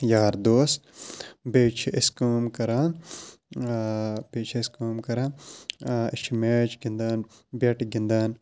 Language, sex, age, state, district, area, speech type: Kashmiri, male, 30-45, Jammu and Kashmir, Shopian, rural, spontaneous